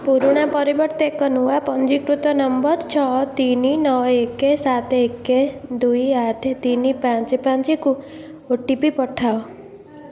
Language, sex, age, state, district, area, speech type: Odia, female, 30-45, Odisha, Puri, urban, read